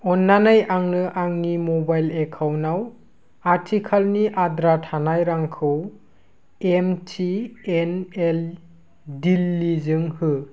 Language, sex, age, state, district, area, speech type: Bodo, male, 18-30, Assam, Kokrajhar, rural, read